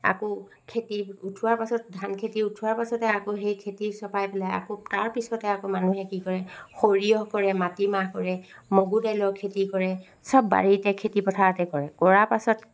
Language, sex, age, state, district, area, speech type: Assamese, female, 45-60, Assam, Sivasagar, rural, spontaneous